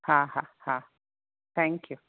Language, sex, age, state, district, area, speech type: Sindhi, female, 45-60, Gujarat, Kutch, rural, conversation